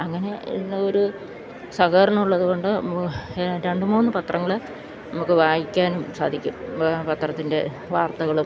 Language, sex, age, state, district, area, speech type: Malayalam, female, 60+, Kerala, Idukki, rural, spontaneous